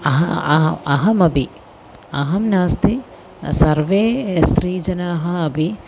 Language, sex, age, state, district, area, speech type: Sanskrit, female, 45-60, Kerala, Thiruvananthapuram, urban, spontaneous